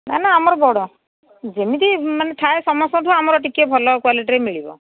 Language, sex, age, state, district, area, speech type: Odia, female, 45-60, Odisha, Angul, rural, conversation